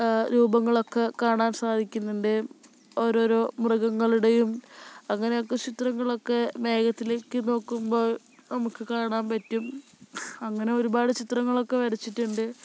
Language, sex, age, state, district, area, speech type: Malayalam, female, 18-30, Kerala, Wayanad, rural, spontaneous